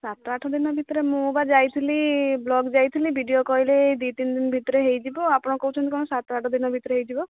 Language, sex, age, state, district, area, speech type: Odia, female, 45-60, Odisha, Kandhamal, rural, conversation